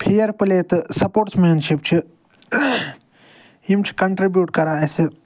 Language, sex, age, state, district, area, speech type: Kashmiri, male, 30-45, Jammu and Kashmir, Ganderbal, rural, spontaneous